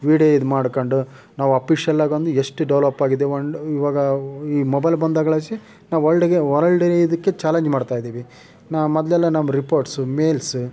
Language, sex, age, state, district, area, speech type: Kannada, male, 18-30, Karnataka, Chitradurga, rural, spontaneous